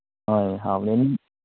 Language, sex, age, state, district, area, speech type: Manipuri, male, 18-30, Manipur, Chandel, rural, conversation